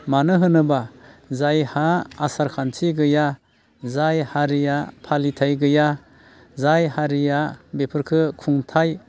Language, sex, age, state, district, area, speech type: Bodo, male, 60+, Assam, Baksa, urban, spontaneous